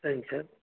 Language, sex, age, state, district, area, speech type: Tamil, male, 18-30, Tamil Nadu, Nilgiris, rural, conversation